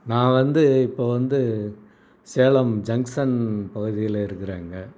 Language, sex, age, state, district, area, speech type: Tamil, male, 60+, Tamil Nadu, Salem, rural, spontaneous